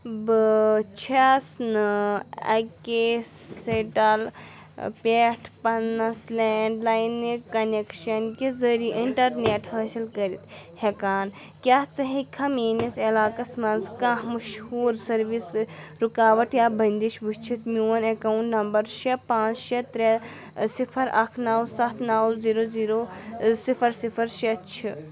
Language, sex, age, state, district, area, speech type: Kashmiri, female, 30-45, Jammu and Kashmir, Anantnag, urban, read